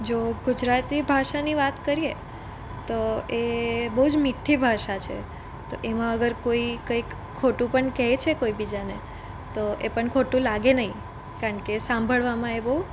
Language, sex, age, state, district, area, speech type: Gujarati, female, 18-30, Gujarat, Surat, urban, spontaneous